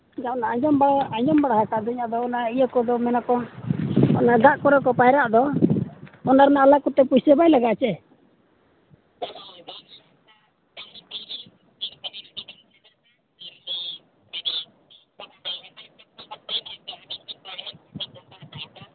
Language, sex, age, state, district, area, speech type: Santali, male, 18-30, Jharkhand, Seraikela Kharsawan, rural, conversation